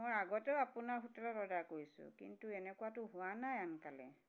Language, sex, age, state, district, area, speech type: Assamese, female, 45-60, Assam, Tinsukia, urban, spontaneous